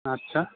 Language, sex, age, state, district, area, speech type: Bengali, male, 18-30, West Bengal, Jalpaiguri, rural, conversation